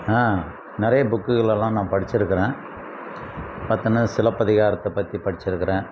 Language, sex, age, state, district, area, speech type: Tamil, male, 60+, Tamil Nadu, Krishnagiri, rural, spontaneous